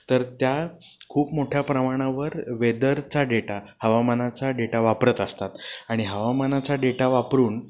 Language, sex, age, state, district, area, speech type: Marathi, male, 30-45, Maharashtra, Pune, urban, spontaneous